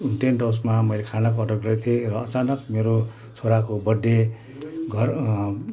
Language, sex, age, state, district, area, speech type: Nepali, male, 60+, West Bengal, Kalimpong, rural, spontaneous